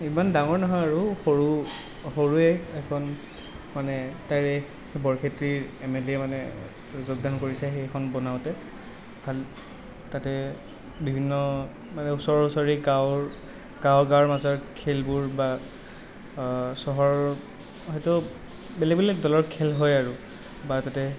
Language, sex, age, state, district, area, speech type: Assamese, male, 18-30, Assam, Nalbari, rural, spontaneous